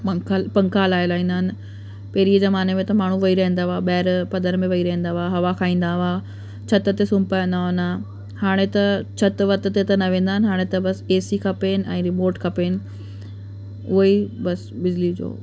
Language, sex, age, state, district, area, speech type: Sindhi, female, 30-45, Delhi, South Delhi, urban, spontaneous